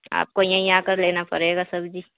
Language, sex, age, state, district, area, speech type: Urdu, female, 18-30, Bihar, Khagaria, rural, conversation